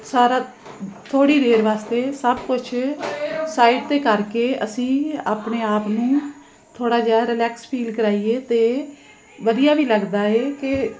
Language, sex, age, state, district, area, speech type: Punjabi, female, 45-60, Punjab, Jalandhar, urban, spontaneous